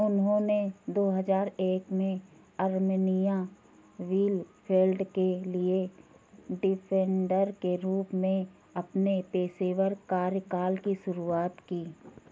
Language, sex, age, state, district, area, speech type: Hindi, female, 45-60, Uttar Pradesh, Sitapur, rural, read